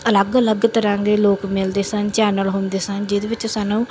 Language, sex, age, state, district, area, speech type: Punjabi, female, 30-45, Punjab, Bathinda, rural, spontaneous